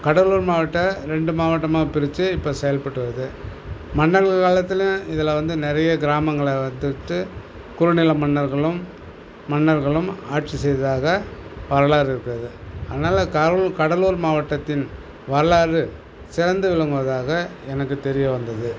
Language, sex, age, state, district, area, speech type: Tamil, male, 60+, Tamil Nadu, Cuddalore, urban, spontaneous